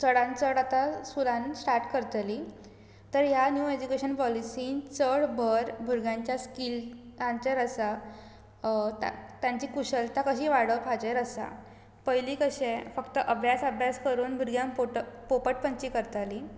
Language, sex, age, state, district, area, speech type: Goan Konkani, female, 18-30, Goa, Bardez, rural, spontaneous